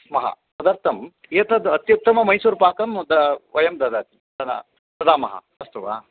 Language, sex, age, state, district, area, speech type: Sanskrit, male, 45-60, Karnataka, Shimoga, rural, conversation